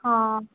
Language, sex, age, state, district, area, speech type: Odia, female, 18-30, Odisha, Ganjam, urban, conversation